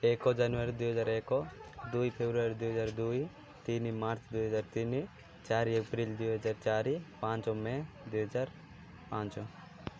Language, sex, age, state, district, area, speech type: Odia, male, 18-30, Odisha, Malkangiri, urban, spontaneous